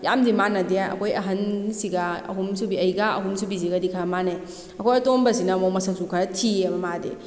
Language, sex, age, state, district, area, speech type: Manipuri, female, 18-30, Manipur, Kakching, rural, spontaneous